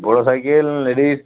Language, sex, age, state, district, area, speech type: Bengali, male, 18-30, West Bengal, Uttar Dinajpur, urban, conversation